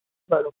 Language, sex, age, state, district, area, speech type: Gujarati, male, 18-30, Gujarat, Ahmedabad, urban, conversation